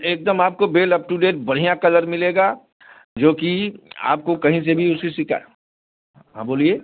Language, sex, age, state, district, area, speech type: Hindi, male, 45-60, Uttar Pradesh, Bhadohi, urban, conversation